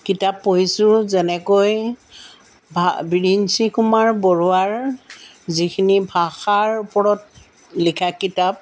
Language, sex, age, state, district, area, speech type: Assamese, female, 60+, Assam, Jorhat, urban, spontaneous